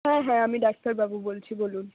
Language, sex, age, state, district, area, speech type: Bengali, female, 60+, West Bengal, Purba Bardhaman, rural, conversation